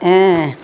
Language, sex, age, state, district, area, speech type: Tamil, female, 60+, Tamil Nadu, Tiruchirappalli, rural, spontaneous